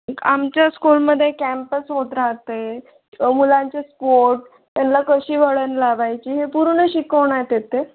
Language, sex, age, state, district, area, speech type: Marathi, female, 18-30, Maharashtra, Yavatmal, urban, conversation